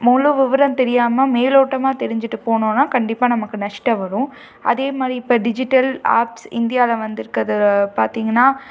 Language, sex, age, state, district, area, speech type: Tamil, female, 18-30, Tamil Nadu, Tiruppur, rural, spontaneous